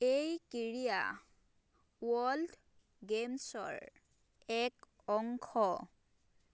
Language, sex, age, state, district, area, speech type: Assamese, female, 18-30, Assam, Dhemaji, rural, read